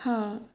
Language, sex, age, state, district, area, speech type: Goan Konkani, female, 18-30, Goa, Ponda, rural, spontaneous